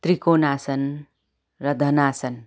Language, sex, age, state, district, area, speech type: Nepali, female, 45-60, West Bengal, Darjeeling, rural, spontaneous